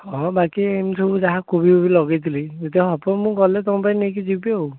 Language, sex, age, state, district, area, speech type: Odia, male, 18-30, Odisha, Puri, urban, conversation